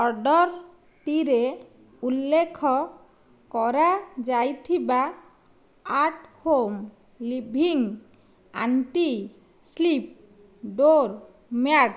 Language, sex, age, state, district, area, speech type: Odia, female, 45-60, Odisha, Nayagarh, rural, read